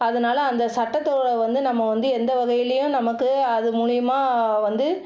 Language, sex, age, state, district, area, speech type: Tamil, female, 45-60, Tamil Nadu, Cuddalore, rural, spontaneous